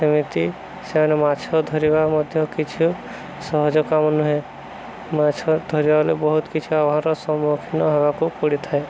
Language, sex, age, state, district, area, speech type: Odia, male, 30-45, Odisha, Subarnapur, urban, spontaneous